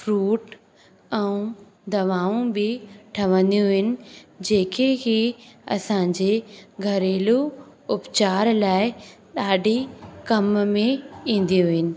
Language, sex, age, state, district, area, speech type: Sindhi, female, 18-30, Madhya Pradesh, Katni, rural, spontaneous